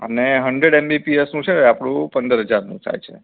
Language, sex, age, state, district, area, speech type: Gujarati, male, 45-60, Gujarat, Anand, urban, conversation